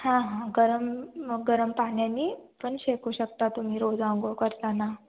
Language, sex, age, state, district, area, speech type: Marathi, female, 18-30, Maharashtra, Ratnagiri, rural, conversation